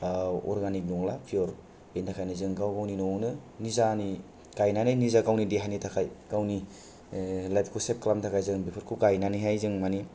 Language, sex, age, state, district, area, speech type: Bodo, male, 18-30, Assam, Kokrajhar, rural, spontaneous